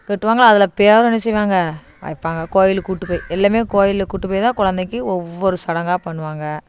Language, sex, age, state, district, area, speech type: Tamil, female, 30-45, Tamil Nadu, Thoothukudi, urban, spontaneous